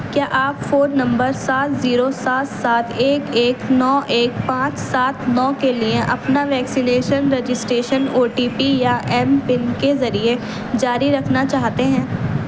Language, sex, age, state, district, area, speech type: Urdu, female, 18-30, Delhi, East Delhi, urban, read